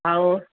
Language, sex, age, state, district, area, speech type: Sindhi, female, 45-60, Gujarat, Junagadh, rural, conversation